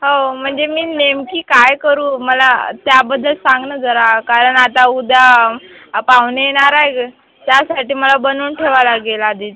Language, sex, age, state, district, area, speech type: Marathi, female, 18-30, Maharashtra, Yavatmal, rural, conversation